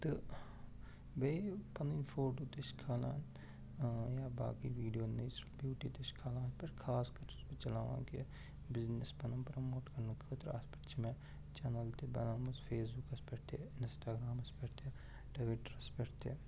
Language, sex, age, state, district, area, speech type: Kashmiri, male, 18-30, Jammu and Kashmir, Ganderbal, rural, spontaneous